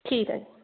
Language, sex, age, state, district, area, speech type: Punjabi, female, 18-30, Punjab, Tarn Taran, rural, conversation